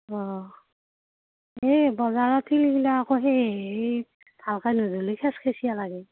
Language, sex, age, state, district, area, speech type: Assamese, female, 30-45, Assam, Darrang, rural, conversation